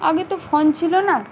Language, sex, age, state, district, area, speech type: Bengali, female, 18-30, West Bengal, Uttar Dinajpur, urban, spontaneous